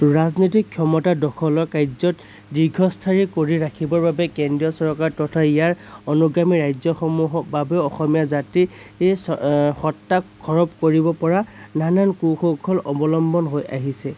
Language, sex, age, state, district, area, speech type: Assamese, male, 30-45, Assam, Kamrup Metropolitan, urban, spontaneous